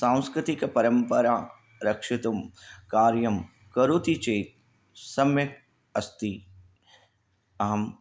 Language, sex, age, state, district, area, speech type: Sanskrit, male, 45-60, Karnataka, Bidar, urban, spontaneous